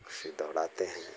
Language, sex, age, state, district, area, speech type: Hindi, male, 45-60, Uttar Pradesh, Mau, rural, spontaneous